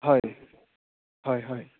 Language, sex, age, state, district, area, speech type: Assamese, male, 30-45, Assam, Darrang, rural, conversation